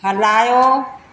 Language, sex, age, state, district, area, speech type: Sindhi, female, 45-60, Madhya Pradesh, Katni, urban, read